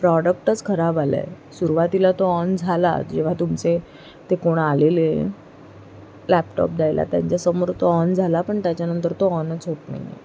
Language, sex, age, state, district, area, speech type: Marathi, female, 18-30, Maharashtra, Sindhudurg, rural, spontaneous